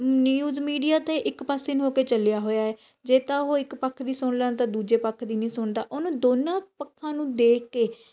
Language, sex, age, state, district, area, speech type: Punjabi, female, 18-30, Punjab, Shaheed Bhagat Singh Nagar, rural, spontaneous